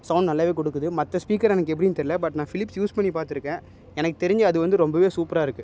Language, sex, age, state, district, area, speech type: Tamil, male, 18-30, Tamil Nadu, Salem, urban, spontaneous